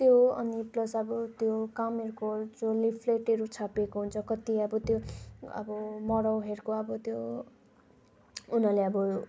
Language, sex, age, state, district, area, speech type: Nepali, female, 18-30, West Bengal, Darjeeling, rural, spontaneous